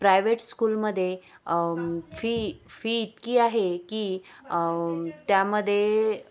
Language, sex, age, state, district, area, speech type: Marathi, female, 30-45, Maharashtra, Wardha, rural, spontaneous